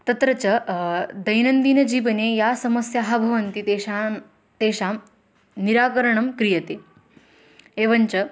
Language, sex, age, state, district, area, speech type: Sanskrit, female, 18-30, Maharashtra, Beed, rural, spontaneous